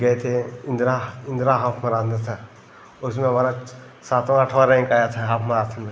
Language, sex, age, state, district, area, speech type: Hindi, male, 30-45, Uttar Pradesh, Ghazipur, urban, spontaneous